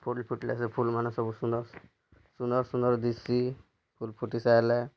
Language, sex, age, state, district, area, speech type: Odia, male, 30-45, Odisha, Bargarh, rural, spontaneous